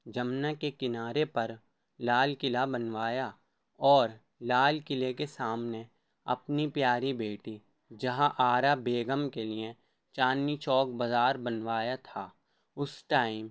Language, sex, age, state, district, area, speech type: Urdu, male, 18-30, Delhi, Central Delhi, urban, spontaneous